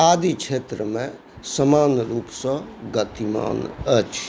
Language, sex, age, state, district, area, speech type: Maithili, male, 60+, Bihar, Purnia, urban, spontaneous